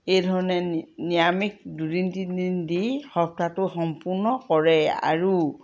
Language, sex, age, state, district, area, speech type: Assamese, female, 60+, Assam, Dhemaji, rural, spontaneous